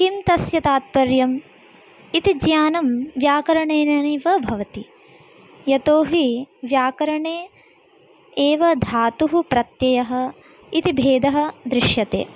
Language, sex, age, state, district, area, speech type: Sanskrit, female, 18-30, Telangana, Hyderabad, urban, spontaneous